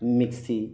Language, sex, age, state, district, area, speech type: Punjabi, male, 18-30, Punjab, Muktsar, rural, spontaneous